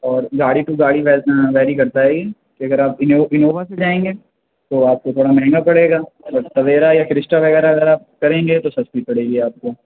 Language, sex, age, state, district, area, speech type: Urdu, male, 60+, Uttar Pradesh, Shahjahanpur, rural, conversation